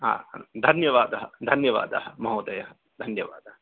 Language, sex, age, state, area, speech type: Sanskrit, male, 30-45, Bihar, rural, conversation